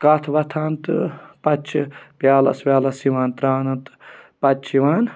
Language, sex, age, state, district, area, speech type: Kashmiri, male, 18-30, Jammu and Kashmir, Budgam, rural, spontaneous